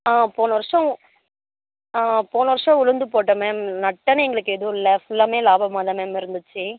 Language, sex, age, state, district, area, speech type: Tamil, female, 18-30, Tamil Nadu, Perambalur, rural, conversation